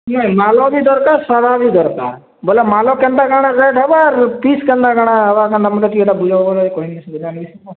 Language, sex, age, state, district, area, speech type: Odia, male, 30-45, Odisha, Boudh, rural, conversation